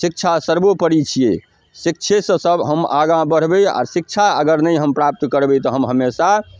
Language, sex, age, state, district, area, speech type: Maithili, male, 45-60, Bihar, Darbhanga, rural, spontaneous